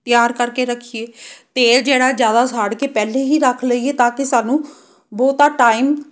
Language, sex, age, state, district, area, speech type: Punjabi, female, 45-60, Punjab, Amritsar, urban, spontaneous